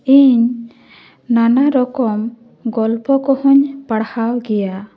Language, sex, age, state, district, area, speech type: Santali, female, 18-30, West Bengal, Paschim Bardhaman, urban, spontaneous